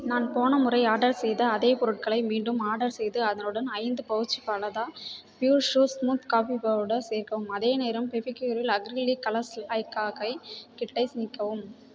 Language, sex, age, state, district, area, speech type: Tamil, female, 18-30, Tamil Nadu, Tiruvarur, rural, read